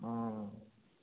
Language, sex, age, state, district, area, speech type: Kannada, male, 30-45, Karnataka, Hassan, urban, conversation